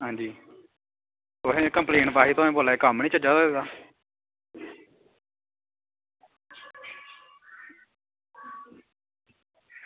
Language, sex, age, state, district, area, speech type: Dogri, male, 18-30, Jammu and Kashmir, Samba, rural, conversation